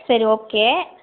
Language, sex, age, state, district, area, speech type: Tamil, female, 30-45, Tamil Nadu, Madurai, urban, conversation